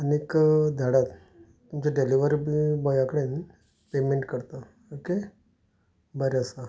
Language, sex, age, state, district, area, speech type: Goan Konkani, male, 45-60, Goa, Canacona, rural, spontaneous